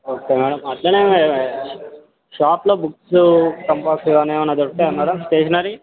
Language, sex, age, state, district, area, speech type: Telugu, male, 18-30, Telangana, Sangareddy, urban, conversation